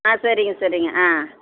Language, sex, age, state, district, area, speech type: Tamil, female, 60+, Tamil Nadu, Perambalur, urban, conversation